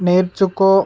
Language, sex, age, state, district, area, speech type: Telugu, male, 18-30, Andhra Pradesh, Visakhapatnam, urban, read